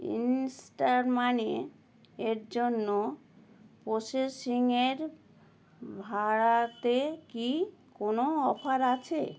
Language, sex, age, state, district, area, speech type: Bengali, female, 60+, West Bengal, Howrah, urban, read